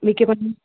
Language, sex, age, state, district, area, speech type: Telugu, female, 18-30, Telangana, Mancherial, rural, conversation